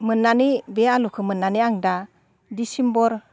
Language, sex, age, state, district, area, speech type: Bodo, female, 45-60, Assam, Udalguri, rural, spontaneous